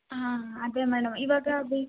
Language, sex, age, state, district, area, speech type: Kannada, female, 18-30, Karnataka, Shimoga, rural, conversation